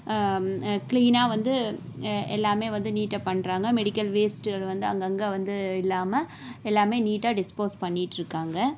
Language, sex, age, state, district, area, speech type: Tamil, female, 18-30, Tamil Nadu, Sivaganga, rural, spontaneous